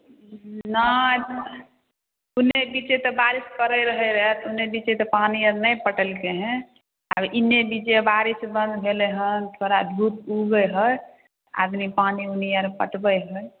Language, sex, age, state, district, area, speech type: Maithili, female, 30-45, Bihar, Samastipur, rural, conversation